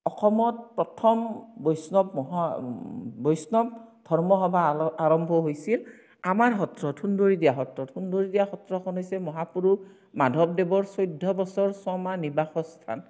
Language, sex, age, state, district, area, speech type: Assamese, female, 45-60, Assam, Barpeta, rural, spontaneous